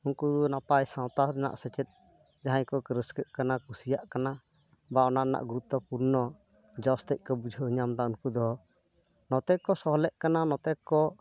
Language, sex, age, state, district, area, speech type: Santali, male, 45-60, West Bengal, Purulia, rural, spontaneous